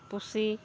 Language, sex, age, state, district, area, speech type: Santali, female, 45-60, West Bengal, Uttar Dinajpur, rural, read